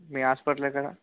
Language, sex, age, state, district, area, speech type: Telugu, male, 18-30, Telangana, Nirmal, urban, conversation